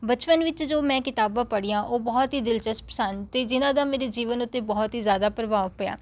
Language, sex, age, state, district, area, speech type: Punjabi, female, 18-30, Punjab, Rupnagar, rural, spontaneous